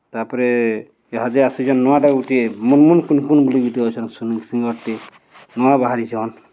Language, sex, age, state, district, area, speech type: Odia, male, 45-60, Odisha, Balangir, urban, spontaneous